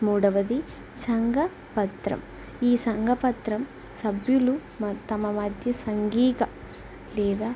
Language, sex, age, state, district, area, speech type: Telugu, female, 18-30, Telangana, Warangal, rural, spontaneous